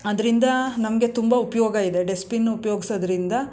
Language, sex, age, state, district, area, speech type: Kannada, female, 30-45, Karnataka, Mandya, urban, spontaneous